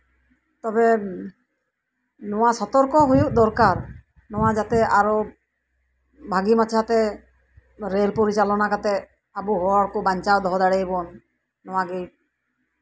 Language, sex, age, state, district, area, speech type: Santali, female, 60+, West Bengal, Birbhum, rural, spontaneous